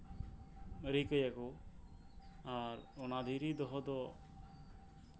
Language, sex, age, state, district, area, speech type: Santali, male, 18-30, West Bengal, Birbhum, rural, spontaneous